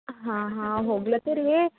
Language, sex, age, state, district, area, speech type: Kannada, female, 18-30, Karnataka, Bidar, rural, conversation